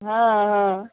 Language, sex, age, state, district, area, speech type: Odia, female, 30-45, Odisha, Koraput, urban, conversation